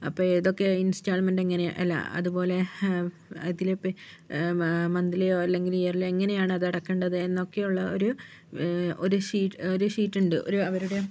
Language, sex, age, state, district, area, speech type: Malayalam, female, 45-60, Kerala, Wayanad, rural, spontaneous